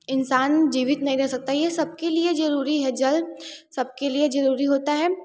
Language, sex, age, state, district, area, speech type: Hindi, female, 18-30, Uttar Pradesh, Varanasi, urban, spontaneous